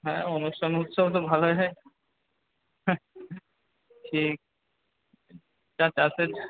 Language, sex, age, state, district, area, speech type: Bengali, male, 45-60, West Bengal, Paschim Medinipur, rural, conversation